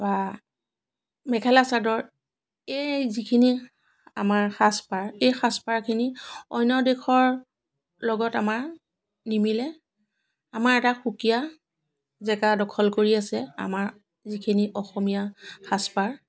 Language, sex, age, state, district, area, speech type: Assamese, female, 45-60, Assam, Biswanath, rural, spontaneous